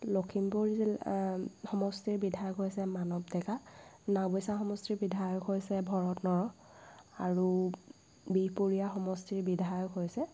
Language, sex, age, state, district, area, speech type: Assamese, female, 18-30, Assam, Lakhimpur, rural, spontaneous